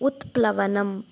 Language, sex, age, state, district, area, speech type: Sanskrit, female, 18-30, Karnataka, Tumkur, urban, read